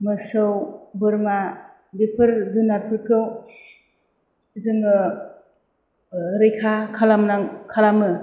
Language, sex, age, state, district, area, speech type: Bodo, female, 30-45, Assam, Chirang, rural, spontaneous